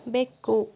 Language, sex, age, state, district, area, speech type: Kannada, female, 30-45, Karnataka, Tumkur, rural, read